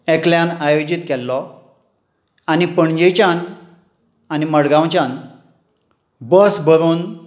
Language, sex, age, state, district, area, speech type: Goan Konkani, male, 60+, Goa, Tiswadi, rural, spontaneous